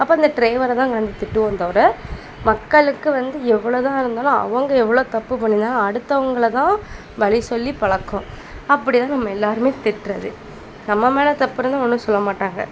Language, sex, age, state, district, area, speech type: Tamil, female, 18-30, Tamil Nadu, Kanyakumari, rural, spontaneous